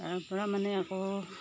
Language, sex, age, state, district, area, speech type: Assamese, female, 60+, Assam, Morigaon, rural, spontaneous